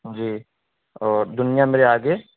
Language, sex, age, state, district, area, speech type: Urdu, male, 18-30, Uttar Pradesh, Saharanpur, urban, conversation